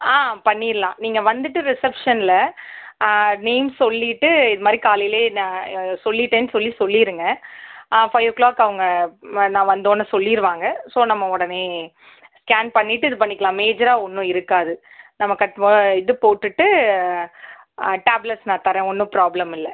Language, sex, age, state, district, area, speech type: Tamil, female, 30-45, Tamil Nadu, Sivaganga, rural, conversation